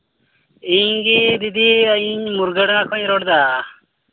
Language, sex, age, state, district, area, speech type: Santali, male, 18-30, Jharkhand, Pakur, rural, conversation